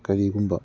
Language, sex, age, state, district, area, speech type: Manipuri, male, 30-45, Manipur, Kakching, rural, spontaneous